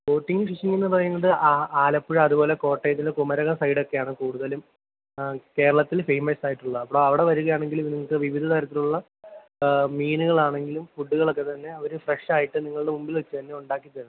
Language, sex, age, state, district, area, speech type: Malayalam, male, 18-30, Kerala, Kottayam, rural, conversation